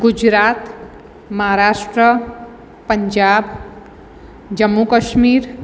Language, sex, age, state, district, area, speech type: Gujarati, female, 45-60, Gujarat, Surat, urban, spontaneous